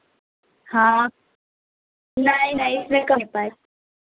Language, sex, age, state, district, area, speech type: Hindi, female, 18-30, Uttar Pradesh, Ghazipur, urban, conversation